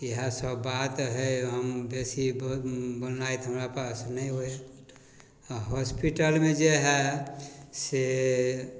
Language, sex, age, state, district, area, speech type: Maithili, male, 60+, Bihar, Samastipur, rural, spontaneous